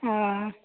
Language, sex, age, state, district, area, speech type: Maithili, female, 18-30, Bihar, Saharsa, urban, conversation